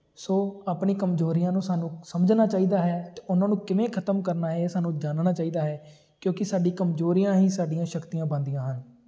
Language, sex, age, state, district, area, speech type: Punjabi, male, 18-30, Punjab, Tarn Taran, urban, spontaneous